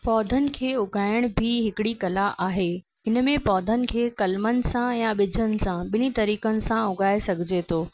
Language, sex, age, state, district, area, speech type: Sindhi, female, 30-45, Rajasthan, Ajmer, urban, spontaneous